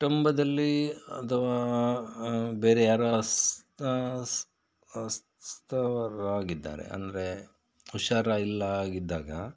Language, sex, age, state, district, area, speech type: Kannada, male, 45-60, Karnataka, Bangalore Rural, rural, spontaneous